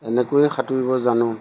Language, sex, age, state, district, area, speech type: Assamese, male, 60+, Assam, Lakhimpur, rural, spontaneous